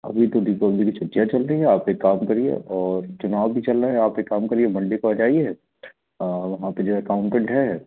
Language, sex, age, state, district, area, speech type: Hindi, male, 30-45, Madhya Pradesh, Katni, urban, conversation